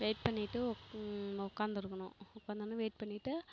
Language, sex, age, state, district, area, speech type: Tamil, female, 30-45, Tamil Nadu, Perambalur, rural, spontaneous